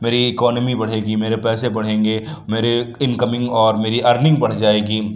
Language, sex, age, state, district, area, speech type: Urdu, male, 18-30, Uttar Pradesh, Lucknow, rural, spontaneous